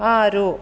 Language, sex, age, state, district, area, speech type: Kannada, female, 30-45, Karnataka, Mandya, rural, read